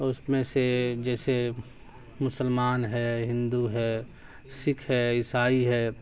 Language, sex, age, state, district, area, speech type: Urdu, male, 18-30, Bihar, Darbhanga, urban, spontaneous